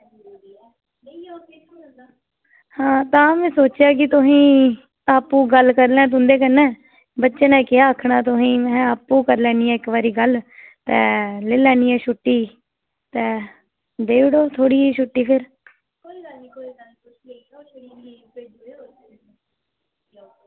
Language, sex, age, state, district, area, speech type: Dogri, female, 18-30, Jammu and Kashmir, Reasi, rural, conversation